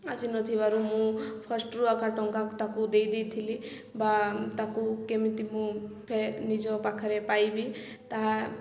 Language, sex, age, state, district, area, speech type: Odia, female, 18-30, Odisha, Koraput, urban, spontaneous